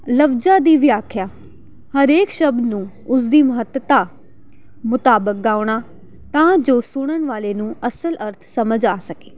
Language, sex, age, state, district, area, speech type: Punjabi, female, 18-30, Punjab, Jalandhar, urban, spontaneous